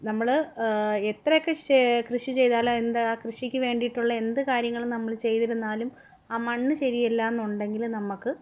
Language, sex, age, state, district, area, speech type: Malayalam, female, 18-30, Kerala, Palakkad, rural, spontaneous